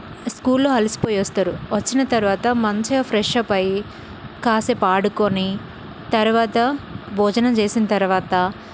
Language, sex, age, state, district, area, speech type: Telugu, female, 30-45, Telangana, Karimnagar, rural, spontaneous